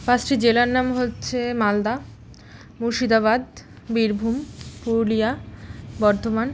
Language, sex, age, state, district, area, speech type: Bengali, female, 30-45, West Bengal, Malda, rural, spontaneous